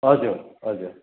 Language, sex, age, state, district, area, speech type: Nepali, male, 60+, West Bengal, Kalimpong, rural, conversation